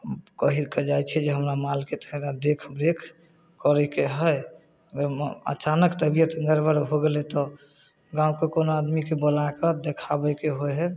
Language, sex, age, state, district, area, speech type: Maithili, male, 30-45, Bihar, Samastipur, rural, spontaneous